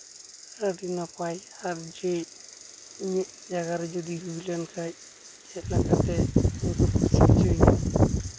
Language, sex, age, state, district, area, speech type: Santali, male, 18-30, West Bengal, Uttar Dinajpur, rural, spontaneous